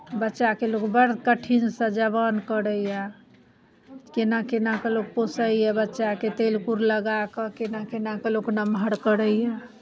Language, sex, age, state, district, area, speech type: Maithili, female, 45-60, Bihar, Muzaffarpur, urban, spontaneous